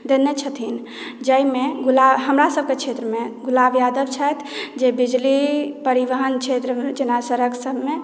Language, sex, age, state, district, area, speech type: Maithili, female, 18-30, Bihar, Madhubani, rural, spontaneous